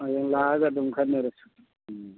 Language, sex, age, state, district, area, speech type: Manipuri, male, 45-60, Manipur, Churachandpur, urban, conversation